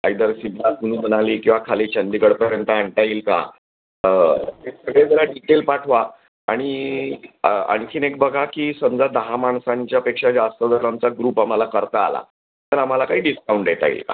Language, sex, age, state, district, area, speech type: Marathi, male, 60+, Maharashtra, Thane, urban, conversation